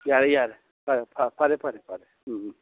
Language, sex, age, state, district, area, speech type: Manipuri, male, 45-60, Manipur, Imphal East, rural, conversation